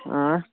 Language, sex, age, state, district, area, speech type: Kashmiri, male, 18-30, Jammu and Kashmir, Kulgam, rural, conversation